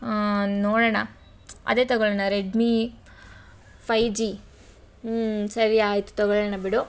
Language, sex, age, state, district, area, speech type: Kannada, female, 18-30, Karnataka, Tumkur, urban, spontaneous